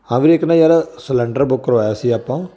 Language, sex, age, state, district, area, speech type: Punjabi, male, 30-45, Punjab, Firozpur, rural, spontaneous